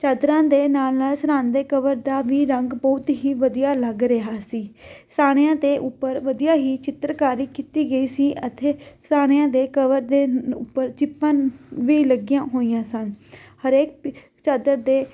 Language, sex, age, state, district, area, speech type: Punjabi, female, 18-30, Punjab, Fatehgarh Sahib, rural, spontaneous